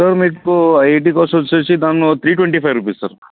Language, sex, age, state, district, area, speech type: Telugu, male, 30-45, Telangana, Sangareddy, urban, conversation